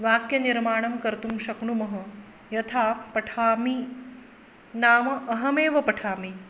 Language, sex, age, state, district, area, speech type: Sanskrit, female, 30-45, Maharashtra, Akola, urban, spontaneous